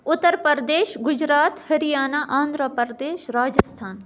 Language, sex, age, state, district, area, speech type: Kashmiri, female, 30-45, Jammu and Kashmir, Budgam, rural, spontaneous